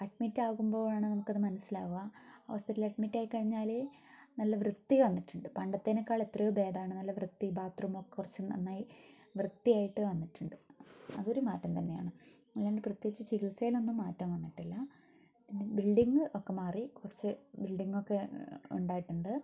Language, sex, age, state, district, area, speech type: Malayalam, female, 18-30, Kerala, Wayanad, rural, spontaneous